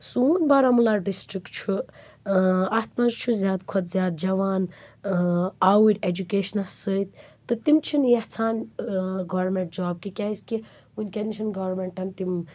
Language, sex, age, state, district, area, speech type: Kashmiri, female, 30-45, Jammu and Kashmir, Baramulla, rural, spontaneous